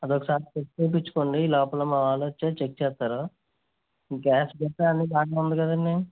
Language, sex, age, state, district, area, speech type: Telugu, male, 30-45, Andhra Pradesh, East Godavari, rural, conversation